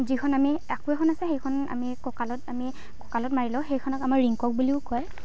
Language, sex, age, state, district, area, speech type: Assamese, female, 18-30, Assam, Kamrup Metropolitan, rural, spontaneous